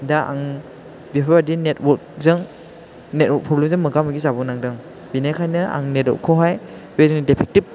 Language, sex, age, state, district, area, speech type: Bodo, male, 18-30, Assam, Chirang, rural, spontaneous